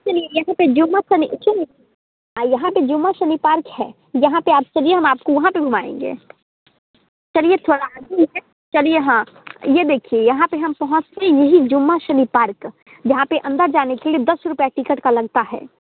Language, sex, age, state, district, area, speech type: Hindi, female, 18-30, Bihar, Muzaffarpur, rural, conversation